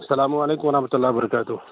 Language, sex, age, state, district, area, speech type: Urdu, male, 18-30, Bihar, Purnia, rural, conversation